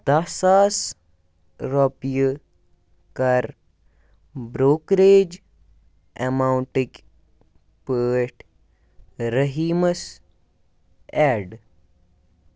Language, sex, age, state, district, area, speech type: Kashmiri, male, 18-30, Jammu and Kashmir, Kupwara, rural, read